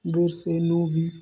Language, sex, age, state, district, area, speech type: Punjabi, male, 30-45, Punjab, Hoshiarpur, urban, spontaneous